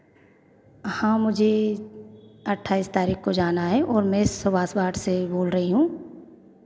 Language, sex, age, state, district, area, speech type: Hindi, female, 18-30, Madhya Pradesh, Hoshangabad, urban, spontaneous